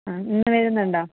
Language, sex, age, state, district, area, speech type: Malayalam, female, 30-45, Kerala, Wayanad, rural, conversation